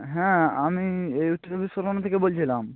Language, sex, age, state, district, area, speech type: Bengali, male, 18-30, West Bengal, North 24 Parganas, rural, conversation